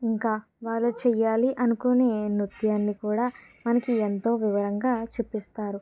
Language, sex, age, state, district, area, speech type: Telugu, female, 45-60, Andhra Pradesh, Kakinada, urban, spontaneous